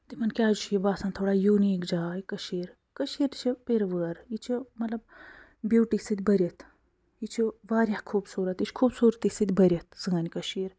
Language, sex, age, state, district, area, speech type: Kashmiri, female, 45-60, Jammu and Kashmir, Budgam, rural, spontaneous